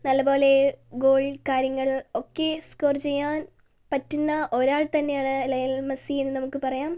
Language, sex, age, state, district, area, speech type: Malayalam, female, 18-30, Kerala, Wayanad, rural, spontaneous